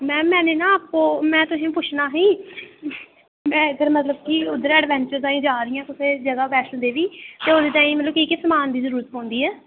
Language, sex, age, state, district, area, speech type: Dogri, female, 18-30, Jammu and Kashmir, Kathua, rural, conversation